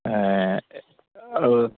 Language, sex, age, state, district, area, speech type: Assamese, male, 18-30, Assam, Charaideo, rural, conversation